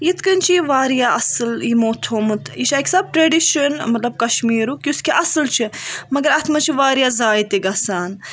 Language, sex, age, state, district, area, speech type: Kashmiri, female, 18-30, Jammu and Kashmir, Budgam, rural, spontaneous